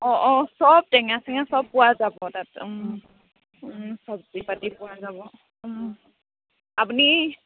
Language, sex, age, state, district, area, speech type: Assamese, female, 30-45, Assam, Charaideo, rural, conversation